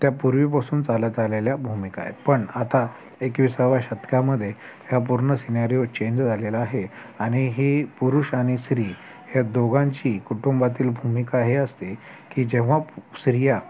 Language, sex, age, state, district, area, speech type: Marathi, male, 30-45, Maharashtra, Thane, urban, spontaneous